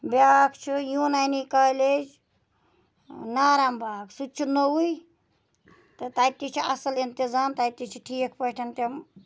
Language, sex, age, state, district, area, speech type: Kashmiri, female, 45-60, Jammu and Kashmir, Ganderbal, rural, spontaneous